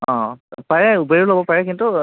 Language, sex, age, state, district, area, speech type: Assamese, male, 18-30, Assam, Kamrup Metropolitan, urban, conversation